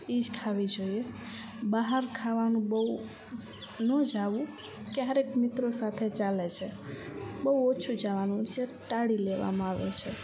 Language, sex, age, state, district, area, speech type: Gujarati, female, 18-30, Gujarat, Kutch, rural, spontaneous